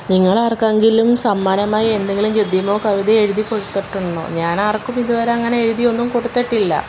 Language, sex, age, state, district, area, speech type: Malayalam, female, 18-30, Kerala, Kollam, urban, spontaneous